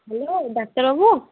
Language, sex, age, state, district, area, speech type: Bengali, female, 18-30, West Bengal, Cooch Behar, urban, conversation